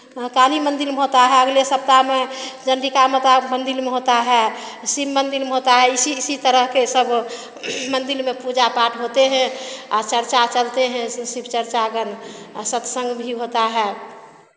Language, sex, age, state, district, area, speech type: Hindi, female, 60+, Bihar, Begusarai, rural, spontaneous